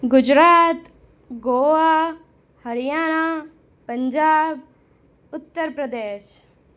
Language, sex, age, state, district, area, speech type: Gujarati, female, 18-30, Gujarat, Anand, rural, spontaneous